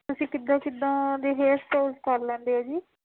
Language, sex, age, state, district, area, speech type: Punjabi, female, 45-60, Punjab, Shaheed Bhagat Singh Nagar, rural, conversation